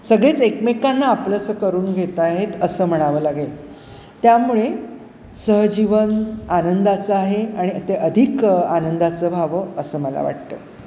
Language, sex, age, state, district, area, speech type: Marathi, female, 60+, Maharashtra, Mumbai Suburban, urban, spontaneous